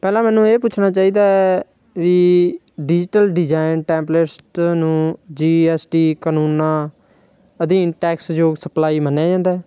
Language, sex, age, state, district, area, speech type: Punjabi, male, 30-45, Punjab, Barnala, urban, spontaneous